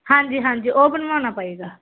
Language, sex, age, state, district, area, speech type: Punjabi, female, 18-30, Punjab, Faridkot, urban, conversation